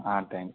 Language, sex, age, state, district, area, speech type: Tamil, male, 18-30, Tamil Nadu, Thanjavur, rural, conversation